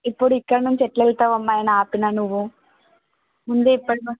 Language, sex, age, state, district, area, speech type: Telugu, female, 18-30, Telangana, Mulugu, rural, conversation